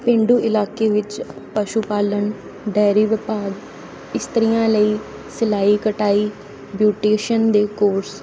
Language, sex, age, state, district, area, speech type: Punjabi, female, 30-45, Punjab, Sangrur, rural, spontaneous